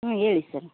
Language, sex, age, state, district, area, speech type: Kannada, female, 30-45, Karnataka, Vijayanagara, rural, conversation